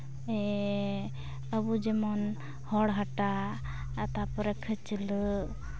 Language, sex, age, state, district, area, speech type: Santali, female, 18-30, West Bengal, Uttar Dinajpur, rural, spontaneous